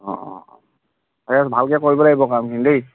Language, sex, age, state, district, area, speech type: Assamese, male, 30-45, Assam, Dibrugarh, rural, conversation